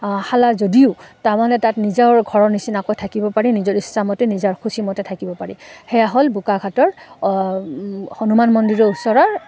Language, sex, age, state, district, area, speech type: Assamese, female, 30-45, Assam, Udalguri, rural, spontaneous